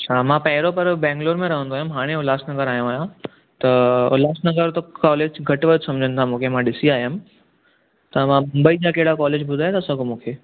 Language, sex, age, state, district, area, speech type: Sindhi, male, 18-30, Maharashtra, Thane, urban, conversation